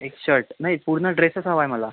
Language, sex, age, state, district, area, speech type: Marathi, male, 18-30, Maharashtra, Yavatmal, rural, conversation